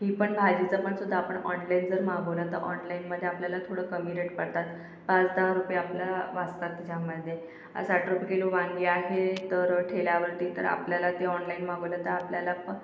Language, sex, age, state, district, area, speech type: Marathi, female, 18-30, Maharashtra, Akola, urban, spontaneous